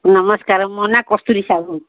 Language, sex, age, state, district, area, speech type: Odia, female, 60+, Odisha, Gajapati, rural, conversation